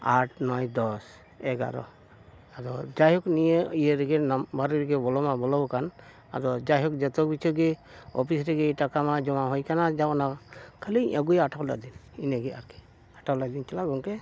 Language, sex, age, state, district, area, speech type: Santali, male, 60+, West Bengal, Dakshin Dinajpur, rural, spontaneous